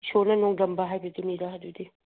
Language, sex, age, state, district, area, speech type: Manipuri, female, 60+, Manipur, Bishnupur, rural, conversation